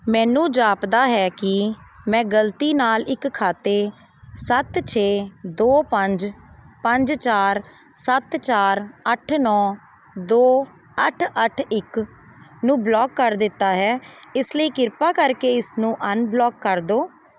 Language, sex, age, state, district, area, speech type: Punjabi, female, 30-45, Punjab, Jalandhar, urban, read